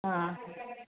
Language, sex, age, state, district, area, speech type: Kannada, female, 60+, Karnataka, Belgaum, rural, conversation